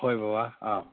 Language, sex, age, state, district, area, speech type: Manipuri, male, 18-30, Manipur, Kakching, rural, conversation